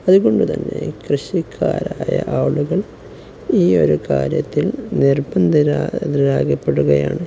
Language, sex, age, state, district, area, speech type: Malayalam, male, 18-30, Kerala, Kozhikode, rural, spontaneous